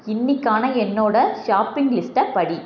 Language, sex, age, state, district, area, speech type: Tamil, female, 30-45, Tamil Nadu, Tiruchirappalli, rural, read